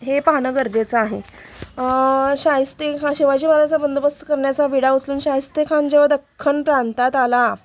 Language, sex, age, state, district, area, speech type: Marathi, female, 30-45, Maharashtra, Sangli, urban, spontaneous